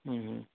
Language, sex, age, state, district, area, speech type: Sindhi, male, 60+, Maharashtra, Thane, urban, conversation